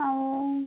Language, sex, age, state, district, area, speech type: Bengali, female, 18-30, West Bengal, Birbhum, urban, conversation